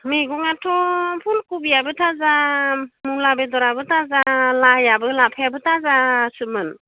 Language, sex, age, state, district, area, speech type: Bodo, female, 30-45, Assam, Udalguri, rural, conversation